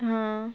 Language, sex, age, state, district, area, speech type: Bengali, female, 45-60, West Bengal, Jalpaiguri, rural, spontaneous